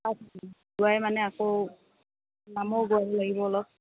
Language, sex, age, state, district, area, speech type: Assamese, female, 60+, Assam, Morigaon, rural, conversation